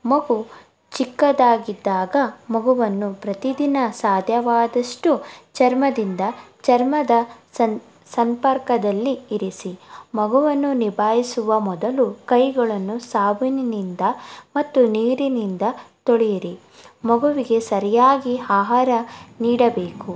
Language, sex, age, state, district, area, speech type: Kannada, female, 18-30, Karnataka, Davanagere, rural, spontaneous